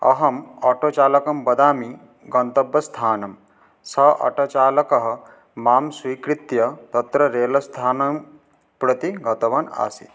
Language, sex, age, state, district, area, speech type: Sanskrit, male, 18-30, West Bengal, Paschim Medinipur, urban, spontaneous